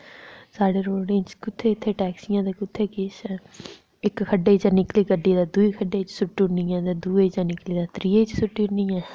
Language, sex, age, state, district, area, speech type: Dogri, female, 30-45, Jammu and Kashmir, Reasi, rural, spontaneous